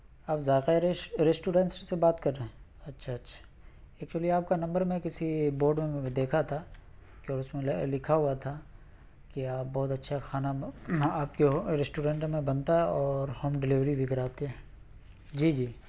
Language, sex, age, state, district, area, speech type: Urdu, male, 30-45, Bihar, Araria, urban, spontaneous